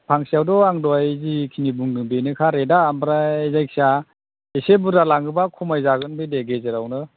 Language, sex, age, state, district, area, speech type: Bodo, male, 30-45, Assam, Chirang, rural, conversation